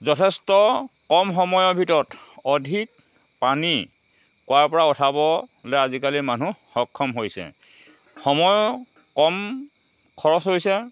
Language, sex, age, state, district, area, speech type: Assamese, male, 60+, Assam, Dhemaji, rural, spontaneous